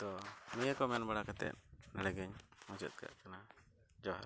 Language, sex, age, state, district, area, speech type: Santali, male, 30-45, Jharkhand, East Singhbhum, rural, spontaneous